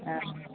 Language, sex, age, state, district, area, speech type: Maithili, female, 60+, Bihar, Madhepura, urban, conversation